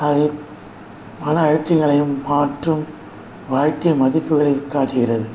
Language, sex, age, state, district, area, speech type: Tamil, male, 60+, Tamil Nadu, Viluppuram, urban, spontaneous